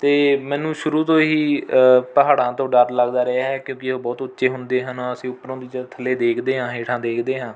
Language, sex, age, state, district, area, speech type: Punjabi, male, 18-30, Punjab, Rupnagar, urban, spontaneous